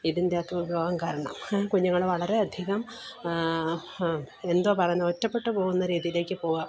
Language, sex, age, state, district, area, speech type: Malayalam, female, 45-60, Kerala, Alappuzha, rural, spontaneous